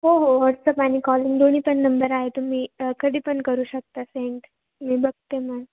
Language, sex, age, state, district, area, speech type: Marathi, female, 18-30, Maharashtra, Ahmednagar, rural, conversation